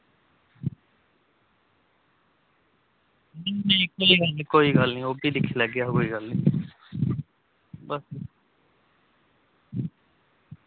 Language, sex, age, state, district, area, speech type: Dogri, male, 18-30, Jammu and Kashmir, Samba, rural, conversation